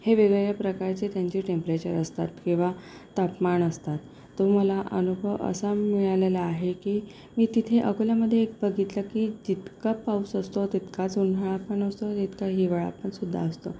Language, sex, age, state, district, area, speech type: Marathi, female, 30-45, Maharashtra, Akola, urban, spontaneous